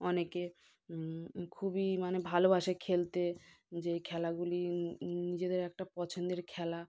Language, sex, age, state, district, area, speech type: Bengali, female, 30-45, West Bengal, South 24 Parganas, rural, spontaneous